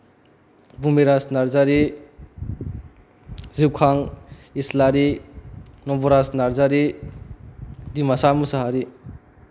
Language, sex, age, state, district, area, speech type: Bodo, male, 18-30, Assam, Kokrajhar, urban, spontaneous